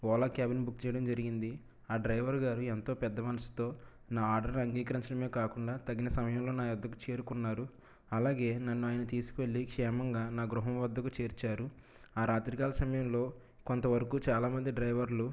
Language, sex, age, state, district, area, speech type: Telugu, male, 30-45, Andhra Pradesh, East Godavari, rural, spontaneous